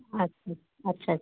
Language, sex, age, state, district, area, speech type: Dogri, female, 30-45, Jammu and Kashmir, Jammu, rural, conversation